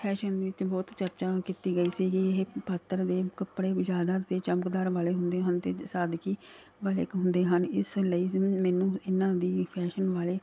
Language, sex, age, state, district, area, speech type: Punjabi, female, 30-45, Punjab, Mansa, urban, spontaneous